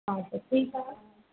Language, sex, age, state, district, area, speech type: Sindhi, female, 45-60, Uttar Pradesh, Lucknow, urban, conversation